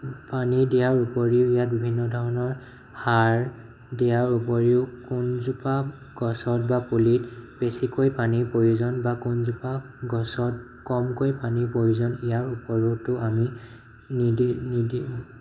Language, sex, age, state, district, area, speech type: Assamese, male, 18-30, Assam, Morigaon, rural, spontaneous